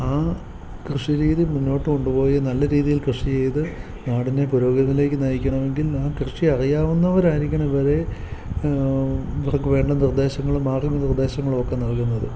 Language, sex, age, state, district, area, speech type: Malayalam, male, 45-60, Kerala, Kottayam, urban, spontaneous